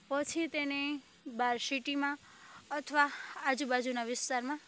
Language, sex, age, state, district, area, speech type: Gujarati, female, 18-30, Gujarat, Rajkot, rural, spontaneous